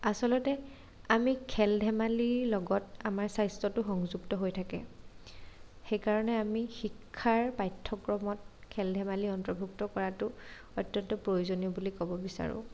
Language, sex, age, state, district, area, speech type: Assamese, female, 30-45, Assam, Morigaon, rural, spontaneous